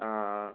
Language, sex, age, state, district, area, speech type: Malayalam, male, 18-30, Kerala, Kollam, rural, conversation